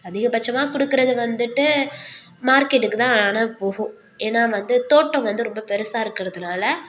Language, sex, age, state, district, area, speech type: Tamil, female, 18-30, Tamil Nadu, Nagapattinam, rural, spontaneous